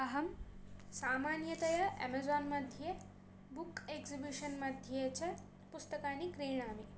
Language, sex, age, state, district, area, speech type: Sanskrit, female, 18-30, Andhra Pradesh, Chittoor, urban, spontaneous